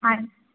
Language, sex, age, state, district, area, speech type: Kannada, female, 30-45, Karnataka, Gadag, rural, conversation